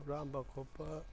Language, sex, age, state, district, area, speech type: Manipuri, male, 60+, Manipur, Imphal East, urban, spontaneous